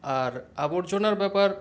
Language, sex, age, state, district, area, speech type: Bengali, male, 45-60, West Bengal, Paschim Bardhaman, urban, spontaneous